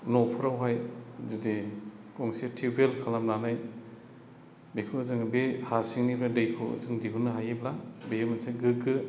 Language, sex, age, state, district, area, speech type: Bodo, male, 45-60, Assam, Chirang, rural, spontaneous